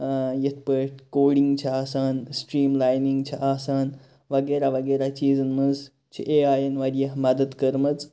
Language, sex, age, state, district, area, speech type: Kashmiri, male, 30-45, Jammu and Kashmir, Kupwara, rural, spontaneous